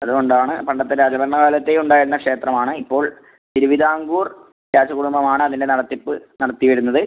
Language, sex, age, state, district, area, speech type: Malayalam, male, 18-30, Kerala, Kannur, rural, conversation